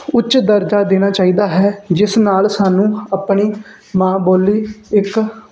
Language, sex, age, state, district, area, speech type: Punjabi, male, 18-30, Punjab, Muktsar, urban, spontaneous